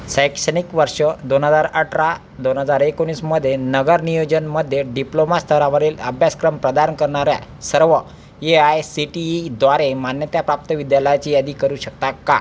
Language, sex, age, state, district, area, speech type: Marathi, male, 30-45, Maharashtra, Akola, urban, read